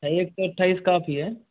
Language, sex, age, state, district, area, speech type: Hindi, male, 30-45, Rajasthan, Jaipur, urban, conversation